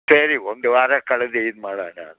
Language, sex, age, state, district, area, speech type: Kannada, male, 60+, Karnataka, Mysore, urban, conversation